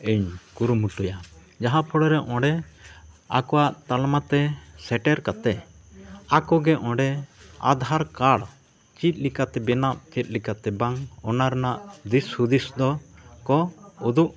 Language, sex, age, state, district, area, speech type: Santali, male, 45-60, Odisha, Mayurbhanj, rural, spontaneous